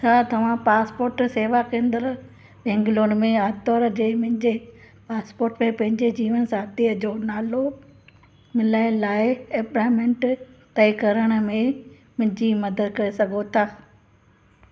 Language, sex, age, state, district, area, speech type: Sindhi, female, 60+, Gujarat, Kutch, rural, read